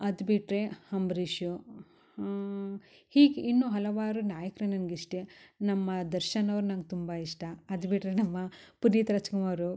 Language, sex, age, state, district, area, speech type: Kannada, female, 30-45, Karnataka, Mysore, rural, spontaneous